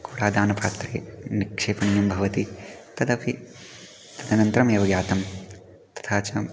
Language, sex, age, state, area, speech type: Sanskrit, male, 18-30, Uttarakhand, rural, spontaneous